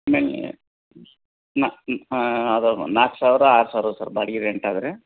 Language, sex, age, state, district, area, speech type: Kannada, male, 45-60, Karnataka, Gadag, rural, conversation